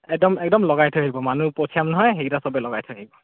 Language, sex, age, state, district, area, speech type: Assamese, male, 18-30, Assam, Golaghat, rural, conversation